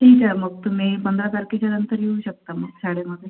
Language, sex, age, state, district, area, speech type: Marathi, female, 45-60, Maharashtra, Akola, urban, conversation